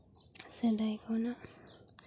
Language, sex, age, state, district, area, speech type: Santali, female, 18-30, Jharkhand, Seraikela Kharsawan, rural, spontaneous